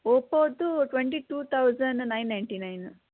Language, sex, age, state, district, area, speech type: Kannada, female, 18-30, Karnataka, Shimoga, rural, conversation